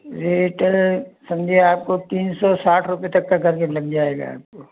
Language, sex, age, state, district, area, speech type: Hindi, male, 60+, Rajasthan, Jaipur, urban, conversation